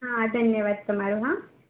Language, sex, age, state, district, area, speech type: Gujarati, female, 18-30, Gujarat, Mehsana, rural, conversation